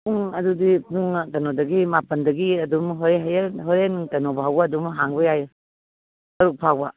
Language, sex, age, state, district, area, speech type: Manipuri, female, 60+, Manipur, Imphal East, rural, conversation